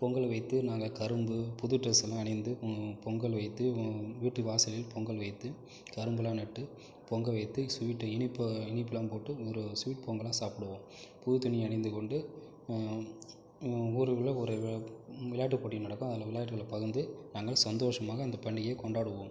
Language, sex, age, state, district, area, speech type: Tamil, male, 45-60, Tamil Nadu, Cuddalore, rural, spontaneous